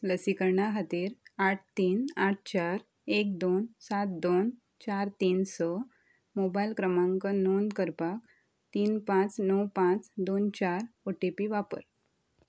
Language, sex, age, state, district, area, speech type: Goan Konkani, female, 18-30, Goa, Ponda, rural, read